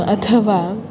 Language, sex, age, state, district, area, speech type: Sanskrit, female, 18-30, Maharashtra, Nagpur, urban, spontaneous